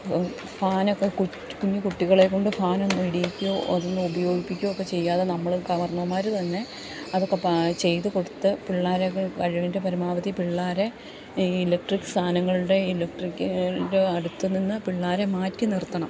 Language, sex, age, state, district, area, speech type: Malayalam, female, 30-45, Kerala, Idukki, rural, spontaneous